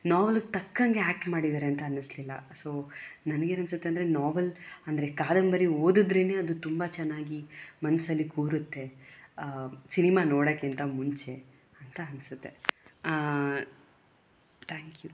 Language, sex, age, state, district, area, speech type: Kannada, female, 18-30, Karnataka, Mysore, urban, spontaneous